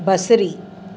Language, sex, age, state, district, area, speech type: Sindhi, female, 45-60, Maharashtra, Mumbai City, urban, read